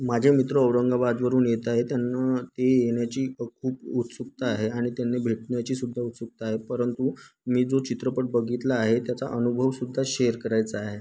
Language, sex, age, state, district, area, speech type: Marathi, male, 30-45, Maharashtra, Nagpur, urban, spontaneous